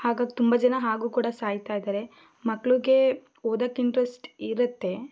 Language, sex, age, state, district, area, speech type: Kannada, female, 18-30, Karnataka, Shimoga, rural, spontaneous